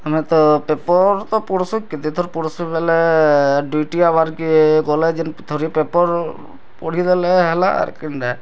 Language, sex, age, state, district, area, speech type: Odia, male, 30-45, Odisha, Bargarh, rural, spontaneous